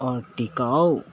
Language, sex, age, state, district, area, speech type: Urdu, male, 18-30, Telangana, Hyderabad, urban, spontaneous